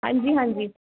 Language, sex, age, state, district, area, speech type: Punjabi, female, 18-30, Punjab, Jalandhar, urban, conversation